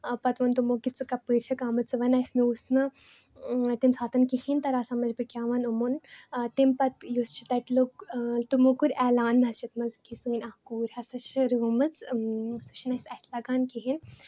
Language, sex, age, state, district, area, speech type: Kashmiri, female, 18-30, Jammu and Kashmir, Baramulla, rural, spontaneous